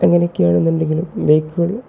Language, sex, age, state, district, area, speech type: Malayalam, male, 18-30, Kerala, Kozhikode, rural, spontaneous